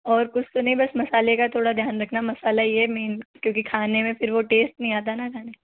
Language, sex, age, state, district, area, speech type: Hindi, female, 18-30, Rajasthan, Jaipur, urban, conversation